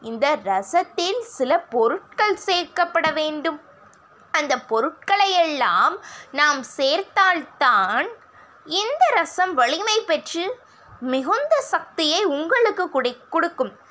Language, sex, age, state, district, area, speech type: Tamil, female, 18-30, Tamil Nadu, Sivaganga, rural, spontaneous